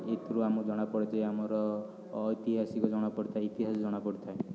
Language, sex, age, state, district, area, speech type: Odia, male, 30-45, Odisha, Puri, urban, spontaneous